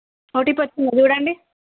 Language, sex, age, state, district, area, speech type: Telugu, female, 30-45, Telangana, Hanamkonda, rural, conversation